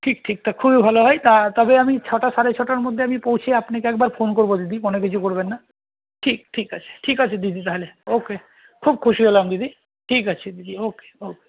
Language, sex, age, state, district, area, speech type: Bengali, male, 45-60, West Bengal, Malda, rural, conversation